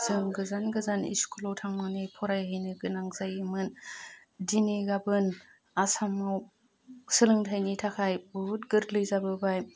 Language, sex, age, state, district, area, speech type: Bodo, female, 30-45, Assam, Udalguri, urban, spontaneous